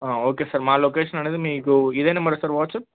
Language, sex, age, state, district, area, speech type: Telugu, male, 18-30, Telangana, Hyderabad, urban, conversation